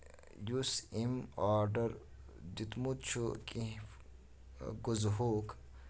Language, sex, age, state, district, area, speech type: Kashmiri, male, 30-45, Jammu and Kashmir, Kupwara, rural, spontaneous